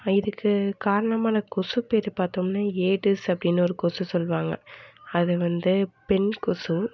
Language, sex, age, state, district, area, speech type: Tamil, female, 18-30, Tamil Nadu, Mayiladuthurai, urban, spontaneous